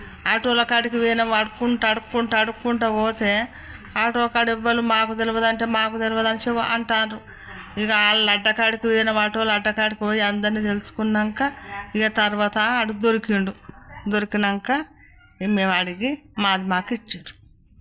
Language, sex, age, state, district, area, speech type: Telugu, female, 60+, Telangana, Peddapalli, rural, spontaneous